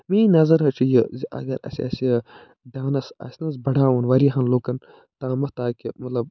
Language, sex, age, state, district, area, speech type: Kashmiri, male, 45-60, Jammu and Kashmir, Budgam, urban, spontaneous